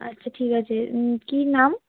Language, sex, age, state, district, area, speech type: Bengali, female, 18-30, West Bengal, Cooch Behar, urban, conversation